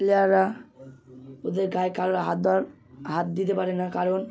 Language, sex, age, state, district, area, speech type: Bengali, male, 18-30, West Bengal, Hooghly, urban, spontaneous